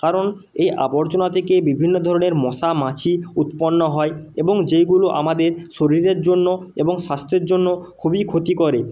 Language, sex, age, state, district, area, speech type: Bengali, male, 30-45, West Bengal, North 24 Parganas, rural, spontaneous